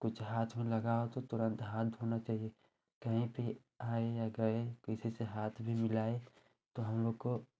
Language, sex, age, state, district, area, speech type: Hindi, male, 18-30, Uttar Pradesh, Chandauli, urban, spontaneous